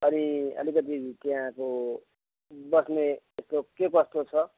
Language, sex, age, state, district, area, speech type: Nepali, male, 45-60, West Bengal, Kalimpong, rural, conversation